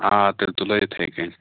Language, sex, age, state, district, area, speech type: Kashmiri, male, 18-30, Jammu and Kashmir, Pulwama, rural, conversation